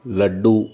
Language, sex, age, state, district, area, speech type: Telugu, male, 30-45, Telangana, Nizamabad, urban, spontaneous